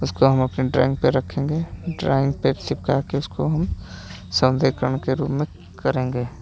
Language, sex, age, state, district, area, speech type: Hindi, male, 30-45, Uttar Pradesh, Hardoi, rural, spontaneous